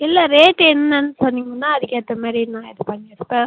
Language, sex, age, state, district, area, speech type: Tamil, female, 45-60, Tamil Nadu, Viluppuram, rural, conversation